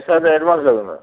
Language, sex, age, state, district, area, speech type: Sindhi, male, 60+, Gujarat, Kutch, rural, conversation